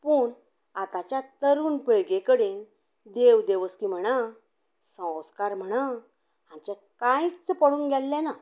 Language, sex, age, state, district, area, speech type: Goan Konkani, female, 60+, Goa, Canacona, rural, spontaneous